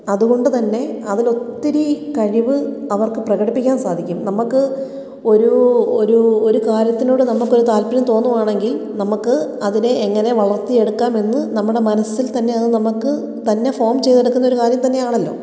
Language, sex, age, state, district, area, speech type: Malayalam, female, 30-45, Kerala, Kottayam, rural, spontaneous